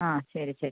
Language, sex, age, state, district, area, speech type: Malayalam, female, 60+, Kerala, Wayanad, rural, conversation